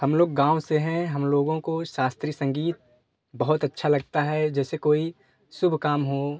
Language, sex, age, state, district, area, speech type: Hindi, male, 18-30, Uttar Pradesh, Jaunpur, rural, spontaneous